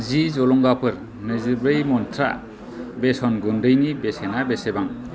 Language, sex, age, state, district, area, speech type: Bodo, male, 30-45, Assam, Kokrajhar, rural, read